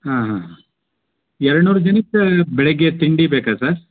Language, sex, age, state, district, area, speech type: Kannada, male, 45-60, Karnataka, Koppal, rural, conversation